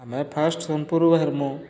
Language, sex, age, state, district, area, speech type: Odia, male, 30-45, Odisha, Subarnapur, urban, spontaneous